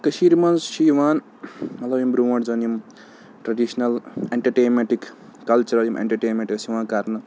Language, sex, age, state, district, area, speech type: Kashmiri, male, 18-30, Jammu and Kashmir, Srinagar, urban, spontaneous